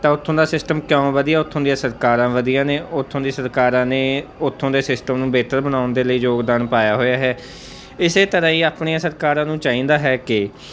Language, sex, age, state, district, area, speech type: Punjabi, male, 18-30, Punjab, Mansa, urban, spontaneous